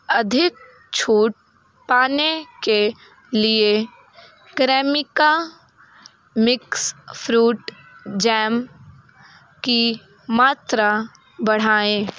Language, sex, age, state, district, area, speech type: Hindi, female, 18-30, Uttar Pradesh, Sonbhadra, rural, read